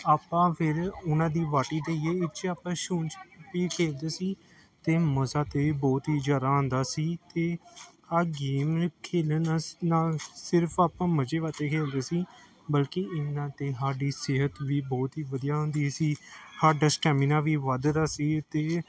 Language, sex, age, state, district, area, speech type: Punjabi, male, 18-30, Punjab, Gurdaspur, urban, spontaneous